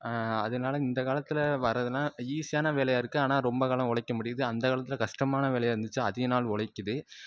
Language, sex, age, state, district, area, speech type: Tamil, male, 18-30, Tamil Nadu, Sivaganga, rural, spontaneous